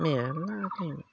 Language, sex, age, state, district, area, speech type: Bodo, female, 60+, Assam, Udalguri, rural, spontaneous